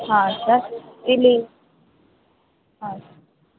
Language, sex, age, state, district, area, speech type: Kannada, female, 18-30, Karnataka, Chitradurga, rural, conversation